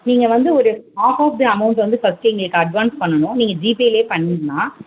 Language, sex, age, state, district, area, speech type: Tamil, female, 30-45, Tamil Nadu, Chengalpattu, urban, conversation